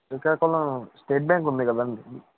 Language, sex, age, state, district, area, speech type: Telugu, male, 18-30, Andhra Pradesh, Srikakulam, rural, conversation